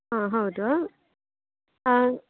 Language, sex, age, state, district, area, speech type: Kannada, female, 18-30, Karnataka, Dakshina Kannada, urban, conversation